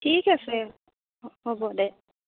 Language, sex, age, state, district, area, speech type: Assamese, female, 18-30, Assam, Biswanath, rural, conversation